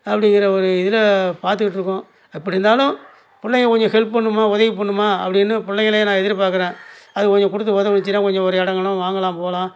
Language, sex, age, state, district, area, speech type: Tamil, male, 60+, Tamil Nadu, Nagapattinam, rural, spontaneous